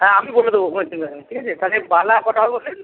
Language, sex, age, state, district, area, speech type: Bengali, male, 45-60, West Bengal, Purba Bardhaman, urban, conversation